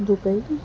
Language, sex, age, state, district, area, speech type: Urdu, female, 18-30, Delhi, Central Delhi, urban, spontaneous